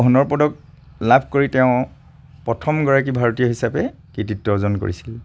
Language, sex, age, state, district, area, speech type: Assamese, male, 30-45, Assam, Charaideo, rural, spontaneous